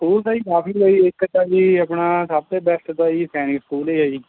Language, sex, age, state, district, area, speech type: Punjabi, male, 18-30, Punjab, Kapurthala, rural, conversation